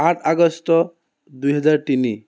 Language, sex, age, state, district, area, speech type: Assamese, male, 18-30, Assam, Charaideo, urban, spontaneous